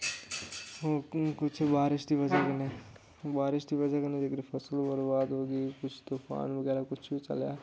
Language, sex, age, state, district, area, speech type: Dogri, male, 30-45, Jammu and Kashmir, Udhampur, rural, spontaneous